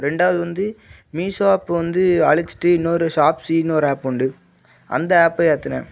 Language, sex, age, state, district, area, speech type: Tamil, male, 18-30, Tamil Nadu, Thoothukudi, urban, spontaneous